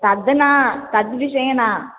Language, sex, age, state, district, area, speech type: Sanskrit, female, 18-30, Kerala, Thrissur, urban, conversation